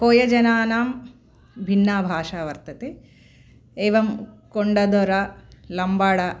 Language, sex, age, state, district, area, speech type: Sanskrit, female, 45-60, Telangana, Bhadradri Kothagudem, urban, spontaneous